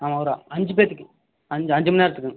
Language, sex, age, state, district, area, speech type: Tamil, male, 18-30, Tamil Nadu, Erode, rural, conversation